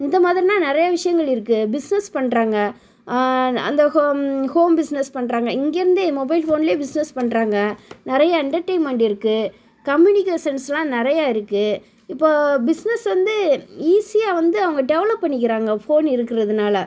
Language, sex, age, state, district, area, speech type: Tamil, female, 30-45, Tamil Nadu, Sivaganga, rural, spontaneous